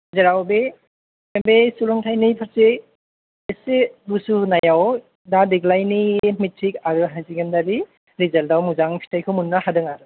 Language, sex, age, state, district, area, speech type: Bodo, male, 30-45, Assam, Kokrajhar, urban, conversation